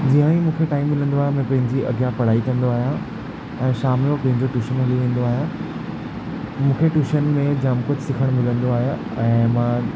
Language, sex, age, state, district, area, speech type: Sindhi, male, 18-30, Maharashtra, Thane, urban, spontaneous